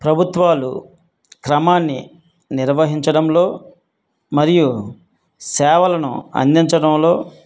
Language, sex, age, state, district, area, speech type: Telugu, male, 45-60, Andhra Pradesh, Guntur, rural, spontaneous